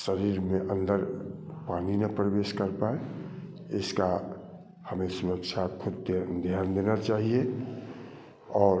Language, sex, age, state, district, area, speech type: Hindi, male, 45-60, Bihar, Samastipur, rural, spontaneous